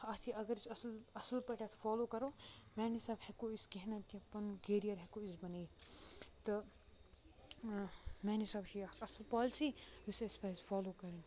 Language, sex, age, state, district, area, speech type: Kashmiri, male, 18-30, Jammu and Kashmir, Baramulla, rural, spontaneous